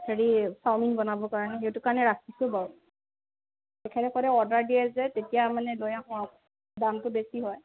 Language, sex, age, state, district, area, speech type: Assamese, female, 30-45, Assam, Nagaon, rural, conversation